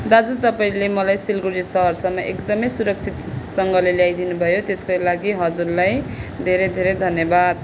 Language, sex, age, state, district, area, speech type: Nepali, female, 18-30, West Bengal, Darjeeling, rural, spontaneous